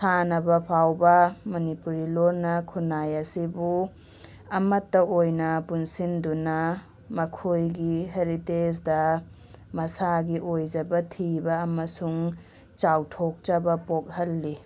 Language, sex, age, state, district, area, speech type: Manipuri, female, 18-30, Manipur, Tengnoupal, rural, spontaneous